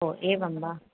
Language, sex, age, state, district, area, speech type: Sanskrit, female, 45-60, Karnataka, Chamarajanagar, rural, conversation